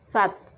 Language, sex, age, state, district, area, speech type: Marathi, female, 30-45, Maharashtra, Nagpur, urban, read